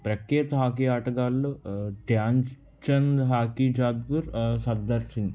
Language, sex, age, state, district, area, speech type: Telugu, male, 30-45, Telangana, Peddapalli, rural, spontaneous